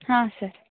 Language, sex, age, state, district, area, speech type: Kannada, female, 18-30, Karnataka, Koppal, urban, conversation